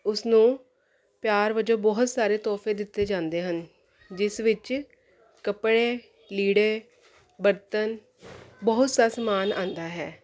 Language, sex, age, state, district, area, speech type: Punjabi, female, 30-45, Punjab, Jalandhar, urban, spontaneous